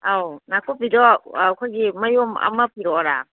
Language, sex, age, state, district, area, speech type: Manipuri, female, 60+, Manipur, Kangpokpi, urban, conversation